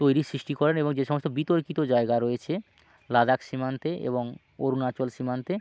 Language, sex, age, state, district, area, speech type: Bengali, male, 45-60, West Bengal, Hooghly, urban, spontaneous